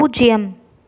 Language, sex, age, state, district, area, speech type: Tamil, female, 18-30, Tamil Nadu, Tiruvarur, rural, read